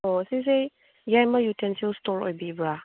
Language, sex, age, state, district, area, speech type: Manipuri, female, 30-45, Manipur, Chandel, rural, conversation